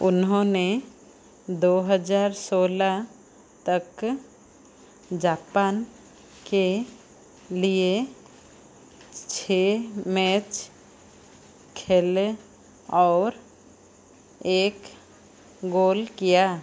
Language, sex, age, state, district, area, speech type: Hindi, female, 45-60, Madhya Pradesh, Chhindwara, rural, read